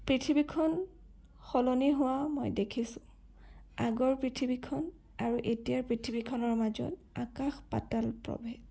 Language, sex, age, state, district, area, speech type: Assamese, male, 18-30, Assam, Sonitpur, rural, spontaneous